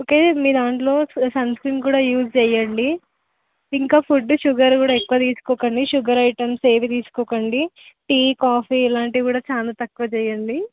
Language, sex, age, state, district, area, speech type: Telugu, female, 18-30, Telangana, Suryapet, urban, conversation